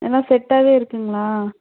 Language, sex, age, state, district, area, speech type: Tamil, female, 45-60, Tamil Nadu, Krishnagiri, rural, conversation